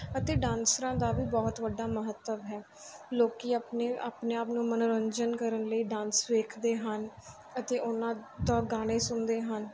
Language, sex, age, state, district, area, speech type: Punjabi, female, 18-30, Punjab, Mansa, urban, spontaneous